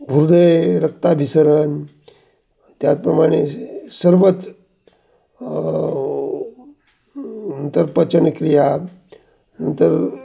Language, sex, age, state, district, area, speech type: Marathi, male, 60+, Maharashtra, Ahmednagar, urban, spontaneous